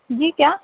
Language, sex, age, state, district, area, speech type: Urdu, female, 30-45, Telangana, Hyderabad, urban, conversation